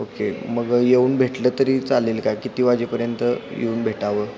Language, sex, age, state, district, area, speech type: Marathi, male, 18-30, Maharashtra, Kolhapur, urban, spontaneous